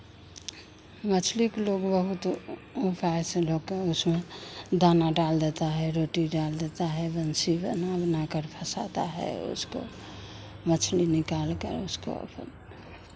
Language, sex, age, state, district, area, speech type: Hindi, female, 45-60, Bihar, Begusarai, rural, spontaneous